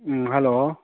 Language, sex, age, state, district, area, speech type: Manipuri, male, 60+, Manipur, Kakching, rural, conversation